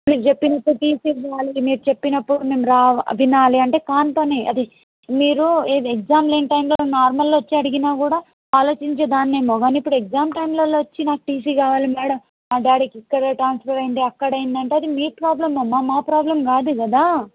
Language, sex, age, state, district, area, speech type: Telugu, other, 18-30, Telangana, Mahbubnagar, rural, conversation